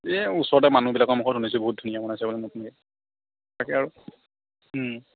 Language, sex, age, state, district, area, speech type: Assamese, male, 60+, Assam, Morigaon, rural, conversation